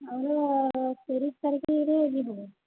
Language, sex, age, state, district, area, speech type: Odia, female, 45-60, Odisha, Jajpur, rural, conversation